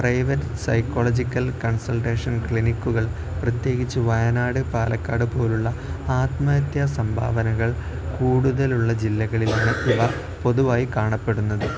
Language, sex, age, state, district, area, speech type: Malayalam, male, 18-30, Kerala, Kozhikode, rural, spontaneous